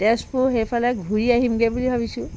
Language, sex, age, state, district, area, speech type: Assamese, female, 45-60, Assam, Sivasagar, rural, spontaneous